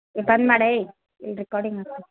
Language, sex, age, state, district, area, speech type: Kannada, female, 60+, Karnataka, Belgaum, rural, conversation